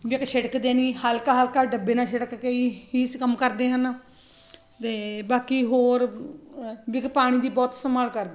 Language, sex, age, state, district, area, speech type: Punjabi, female, 45-60, Punjab, Ludhiana, urban, spontaneous